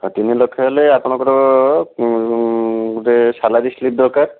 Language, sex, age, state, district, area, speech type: Odia, male, 45-60, Odisha, Bhadrak, rural, conversation